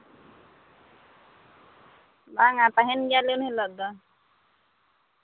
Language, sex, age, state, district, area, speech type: Santali, female, 30-45, Jharkhand, Seraikela Kharsawan, rural, conversation